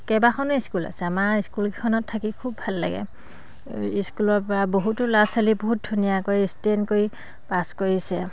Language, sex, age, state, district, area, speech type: Assamese, female, 30-45, Assam, Dhemaji, rural, spontaneous